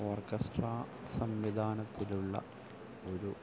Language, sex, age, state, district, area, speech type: Malayalam, male, 45-60, Kerala, Thiruvananthapuram, rural, spontaneous